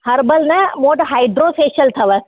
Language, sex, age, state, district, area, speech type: Sindhi, female, 30-45, Rajasthan, Ajmer, urban, conversation